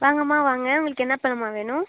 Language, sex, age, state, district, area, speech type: Tamil, female, 18-30, Tamil Nadu, Nagapattinam, rural, conversation